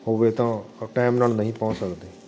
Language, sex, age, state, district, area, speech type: Punjabi, male, 45-60, Punjab, Fatehgarh Sahib, urban, spontaneous